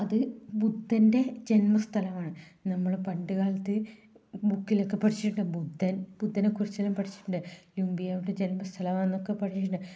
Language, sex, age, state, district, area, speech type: Malayalam, female, 30-45, Kerala, Kannur, rural, spontaneous